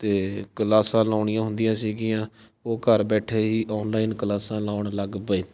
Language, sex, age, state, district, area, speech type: Punjabi, male, 18-30, Punjab, Fatehgarh Sahib, rural, spontaneous